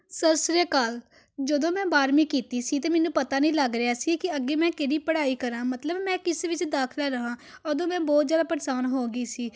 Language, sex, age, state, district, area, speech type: Punjabi, female, 18-30, Punjab, Amritsar, urban, spontaneous